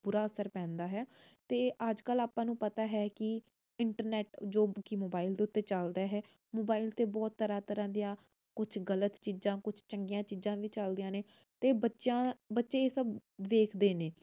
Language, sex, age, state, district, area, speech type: Punjabi, female, 18-30, Punjab, Jalandhar, urban, spontaneous